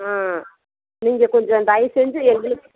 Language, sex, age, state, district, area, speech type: Tamil, female, 60+, Tamil Nadu, Ariyalur, rural, conversation